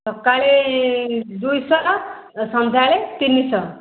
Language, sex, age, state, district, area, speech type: Odia, female, 45-60, Odisha, Gajapati, rural, conversation